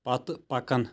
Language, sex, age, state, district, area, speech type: Kashmiri, male, 30-45, Jammu and Kashmir, Kulgam, rural, read